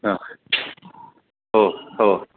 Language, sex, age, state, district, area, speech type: Marathi, male, 60+, Maharashtra, Kolhapur, urban, conversation